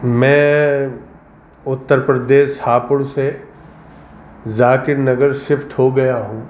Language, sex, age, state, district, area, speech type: Urdu, male, 45-60, Uttar Pradesh, Gautam Buddha Nagar, urban, spontaneous